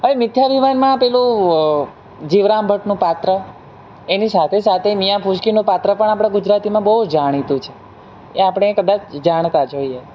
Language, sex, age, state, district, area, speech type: Gujarati, male, 18-30, Gujarat, Surat, rural, spontaneous